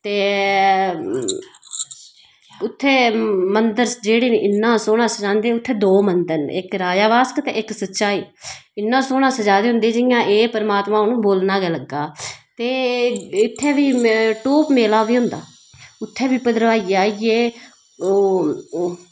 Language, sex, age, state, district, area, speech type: Dogri, female, 30-45, Jammu and Kashmir, Udhampur, rural, spontaneous